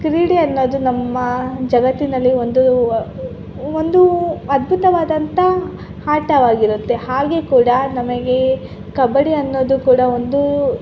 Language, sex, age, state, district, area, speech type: Kannada, female, 18-30, Karnataka, Chitradurga, urban, spontaneous